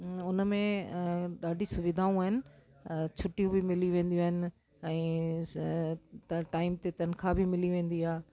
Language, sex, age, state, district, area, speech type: Sindhi, female, 60+, Delhi, South Delhi, urban, spontaneous